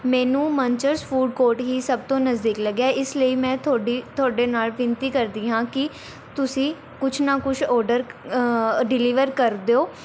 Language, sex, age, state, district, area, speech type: Punjabi, female, 18-30, Punjab, Mohali, rural, spontaneous